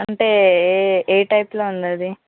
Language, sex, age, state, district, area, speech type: Telugu, female, 18-30, Telangana, Ranga Reddy, urban, conversation